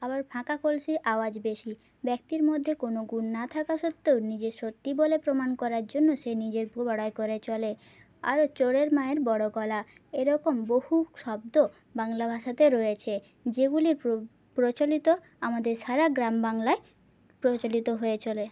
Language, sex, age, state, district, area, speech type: Bengali, female, 18-30, West Bengal, Jhargram, rural, spontaneous